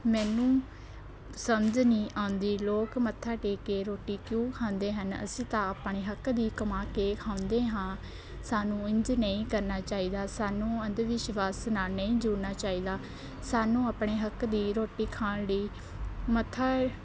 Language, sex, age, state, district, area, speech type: Punjabi, female, 18-30, Punjab, Shaheed Bhagat Singh Nagar, urban, spontaneous